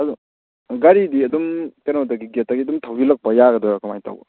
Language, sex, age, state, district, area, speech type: Manipuri, male, 18-30, Manipur, Kakching, rural, conversation